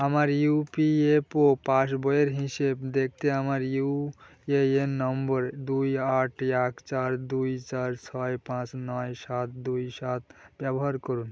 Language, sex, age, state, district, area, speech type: Bengali, male, 18-30, West Bengal, Birbhum, urban, read